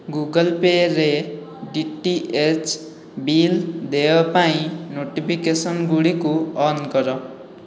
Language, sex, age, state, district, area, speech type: Odia, male, 18-30, Odisha, Khordha, rural, read